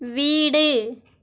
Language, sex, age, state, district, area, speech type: Tamil, female, 18-30, Tamil Nadu, Namakkal, rural, read